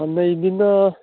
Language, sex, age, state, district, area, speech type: Manipuri, male, 45-60, Manipur, Kangpokpi, urban, conversation